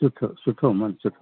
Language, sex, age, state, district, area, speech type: Sindhi, male, 60+, Uttar Pradesh, Lucknow, urban, conversation